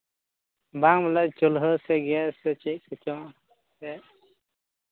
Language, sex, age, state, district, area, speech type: Santali, male, 18-30, Jharkhand, Pakur, rural, conversation